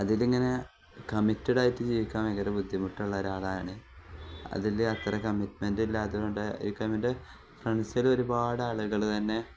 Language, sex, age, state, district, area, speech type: Malayalam, male, 18-30, Kerala, Kozhikode, rural, spontaneous